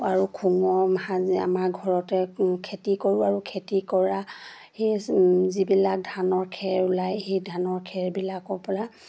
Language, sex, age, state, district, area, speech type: Assamese, female, 30-45, Assam, Charaideo, rural, spontaneous